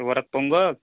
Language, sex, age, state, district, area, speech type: Marathi, male, 30-45, Maharashtra, Amravati, urban, conversation